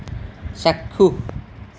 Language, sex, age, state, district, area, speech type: Assamese, male, 30-45, Assam, Nalbari, rural, read